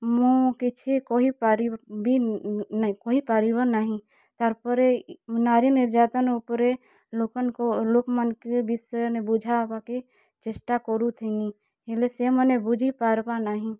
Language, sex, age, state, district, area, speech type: Odia, female, 45-60, Odisha, Kalahandi, rural, spontaneous